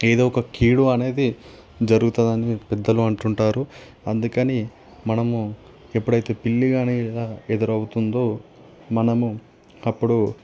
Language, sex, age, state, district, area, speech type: Telugu, male, 18-30, Telangana, Nalgonda, urban, spontaneous